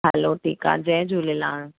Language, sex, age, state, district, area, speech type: Sindhi, female, 18-30, Gujarat, Surat, urban, conversation